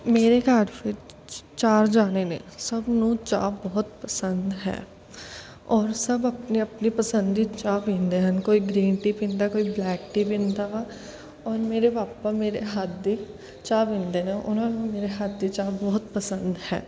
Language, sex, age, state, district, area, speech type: Punjabi, female, 18-30, Punjab, Kapurthala, urban, spontaneous